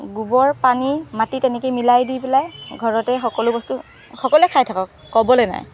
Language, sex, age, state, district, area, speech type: Assamese, female, 30-45, Assam, Golaghat, urban, spontaneous